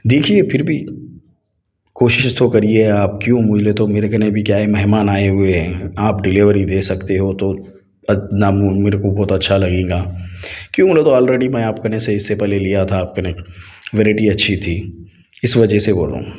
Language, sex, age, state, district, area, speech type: Urdu, male, 45-60, Telangana, Hyderabad, urban, spontaneous